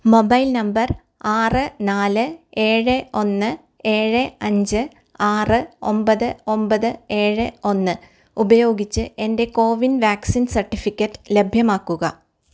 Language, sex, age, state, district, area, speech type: Malayalam, female, 45-60, Kerala, Ernakulam, rural, read